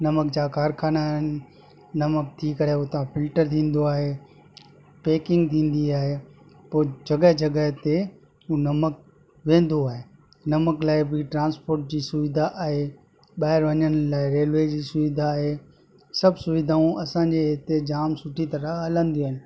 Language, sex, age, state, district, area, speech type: Sindhi, male, 45-60, Gujarat, Kutch, rural, spontaneous